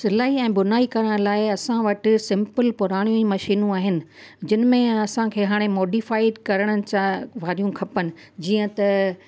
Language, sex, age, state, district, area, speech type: Sindhi, female, 45-60, Gujarat, Kutch, urban, spontaneous